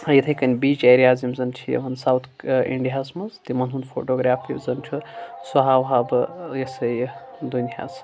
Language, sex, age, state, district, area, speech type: Kashmiri, male, 30-45, Jammu and Kashmir, Anantnag, rural, spontaneous